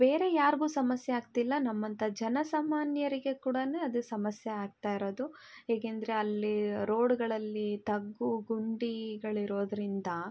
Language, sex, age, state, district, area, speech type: Kannada, female, 18-30, Karnataka, Chitradurga, rural, spontaneous